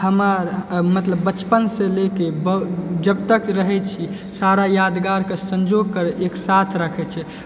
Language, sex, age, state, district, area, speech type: Maithili, male, 18-30, Bihar, Purnia, urban, spontaneous